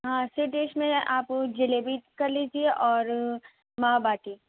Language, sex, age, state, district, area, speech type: Urdu, female, 18-30, Uttar Pradesh, Mau, urban, conversation